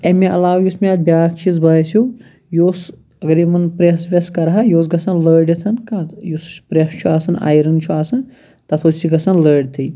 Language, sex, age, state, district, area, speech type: Kashmiri, male, 30-45, Jammu and Kashmir, Shopian, rural, spontaneous